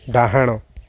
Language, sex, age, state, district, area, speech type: Odia, male, 18-30, Odisha, Jagatsinghpur, urban, read